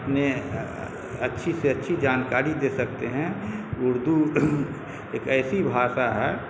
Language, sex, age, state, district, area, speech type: Urdu, male, 45-60, Bihar, Darbhanga, urban, spontaneous